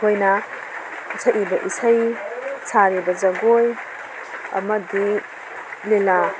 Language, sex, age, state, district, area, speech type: Manipuri, female, 30-45, Manipur, Imphal East, rural, spontaneous